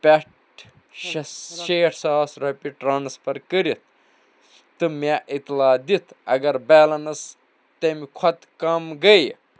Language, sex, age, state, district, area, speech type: Kashmiri, male, 18-30, Jammu and Kashmir, Bandipora, rural, read